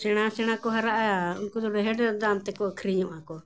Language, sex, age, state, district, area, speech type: Santali, female, 60+, Jharkhand, Bokaro, rural, spontaneous